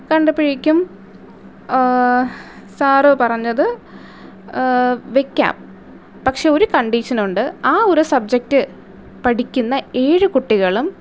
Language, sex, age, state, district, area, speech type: Malayalam, female, 18-30, Kerala, Thiruvananthapuram, urban, spontaneous